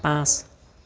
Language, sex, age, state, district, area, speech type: Assamese, male, 18-30, Assam, Tinsukia, rural, read